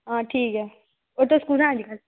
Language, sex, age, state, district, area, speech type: Dogri, female, 18-30, Jammu and Kashmir, Udhampur, rural, conversation